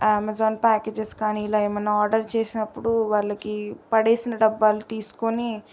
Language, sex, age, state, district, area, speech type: Telugu, female, 18-30, Telangana, Sangareddy, urban, spontaneous